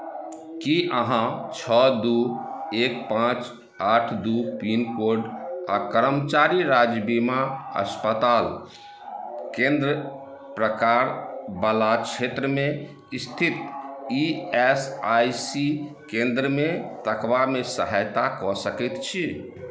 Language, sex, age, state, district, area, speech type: Maithili, male, 45-60, Bihar, Madhubani, rural, read